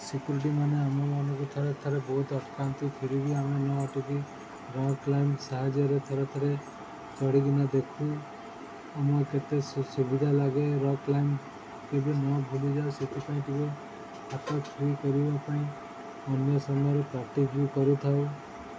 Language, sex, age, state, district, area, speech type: Odia, male, 30-45, Odisha, Sundergarh, urban, spontaneous